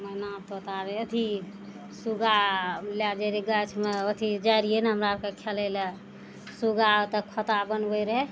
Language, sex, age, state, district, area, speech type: Maithili, female, 45-60, Bihar, Araria, urban, spontaneous